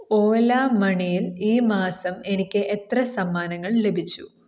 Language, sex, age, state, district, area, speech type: Malayalam, female, 18-30, Kerala, Kottayam, rural, read